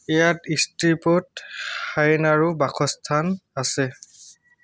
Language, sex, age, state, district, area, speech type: Assamese, male, 30-45, Assam, Tinsukia, rural, read